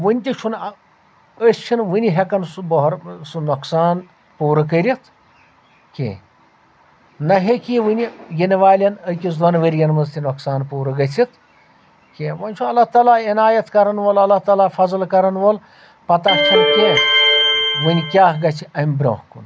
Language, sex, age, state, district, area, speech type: Kashmiri, male, 60+, Jammu and Kashmir, Anantnag, rural, spontaneous